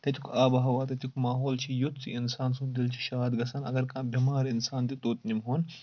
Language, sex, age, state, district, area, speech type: Kashmiri, male, 18-30, Jammu and Kashmir, Kulgam, urban, spontaneous